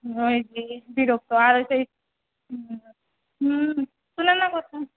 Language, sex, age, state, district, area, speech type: Bengali, female, 30-45, West Bengal, Murshidabad, rural, conversation